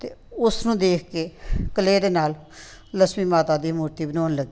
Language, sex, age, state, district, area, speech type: Punjabi, female, 60+, Punjab, Tarn Taran, urban, spontaneous